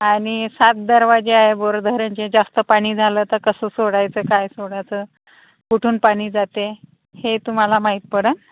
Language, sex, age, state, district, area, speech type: Marathi, female, 45-60, Maharashtra, Nagpur, rural, conversation